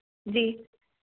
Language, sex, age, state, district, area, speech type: Hindi, female, 30-45, Madhya Pradesh, Betul, urban, conversation